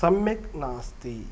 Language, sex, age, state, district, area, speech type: Sanskrit, male, 30-45, Karnataka, Kolar, rural, spontaneous